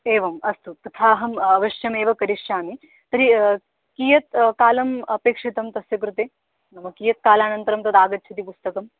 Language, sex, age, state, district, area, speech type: Sanskrit, female, 18-30, Maharashtra, Beed, rural, conversation